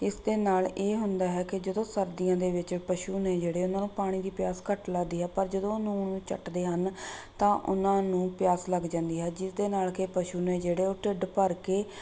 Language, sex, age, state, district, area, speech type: Punjabi, female, 30-45, Punjab, Rupnagar, rural, spontaneous